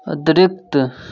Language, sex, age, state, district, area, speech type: Maithili, male, 18-30, Bihar, Madhubani, rural, read